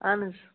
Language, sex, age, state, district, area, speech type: Kashmiri, male, 18-30, Jammu and Kashmir, Bandipora, rural, conversation